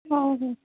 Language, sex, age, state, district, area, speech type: Marathi, female, 18-30, Maharashtra, Nagpur, urban, conversation